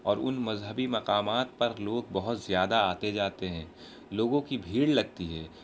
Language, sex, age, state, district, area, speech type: Urdu, male, 18-30, Bihar, Araria, rural, spontaneous